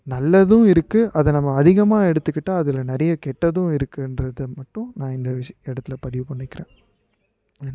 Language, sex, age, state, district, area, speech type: Tamil, male, 18-30, Tamil Nadu, Tiruvannamalai, urban, spontaneous